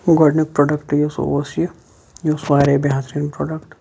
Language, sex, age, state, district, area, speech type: Kashmiri, male, 45-60, Jammu and Kashmir, Shopian, urban, spontaneous